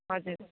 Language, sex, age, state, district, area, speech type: Nepali, female, 30-45, West Bengal, Kalimpong, rural, conversation